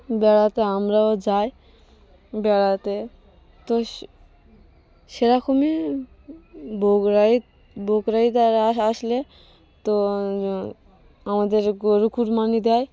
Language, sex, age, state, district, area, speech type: Bengali, female, 18-30, West Bengal, Cooch Behar, urban, spontaneous